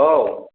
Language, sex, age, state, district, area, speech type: Bodo, male, 18-30, Assam, Kokrajhar, rural, conversation